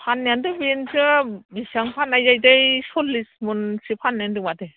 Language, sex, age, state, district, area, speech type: Bodo, female, 60+, Assam, Udalguri, rural, conversation